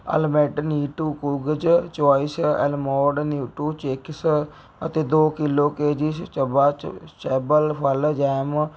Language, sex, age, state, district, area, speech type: Punjabi, male, 30-45, Punjab, Barnala, rural, read